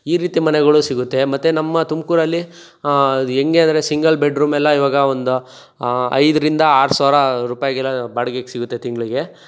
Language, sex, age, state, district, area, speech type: Kannada, male, 60+, Karnataka, Tumkur, rural, spontaneous